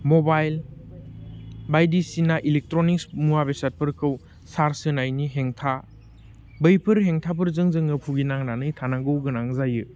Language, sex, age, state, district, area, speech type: Bodo, male, 30-45, Assam, Baksa, urban, spontaneous